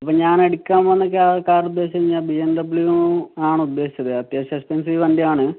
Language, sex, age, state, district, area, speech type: Malayalam, male, 18-30, Kerala, Kozhikode, urban, conversation